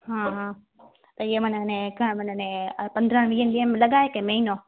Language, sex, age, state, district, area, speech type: Sindhi, female, 18-30, Gujarat, Junagadh, rural, conversation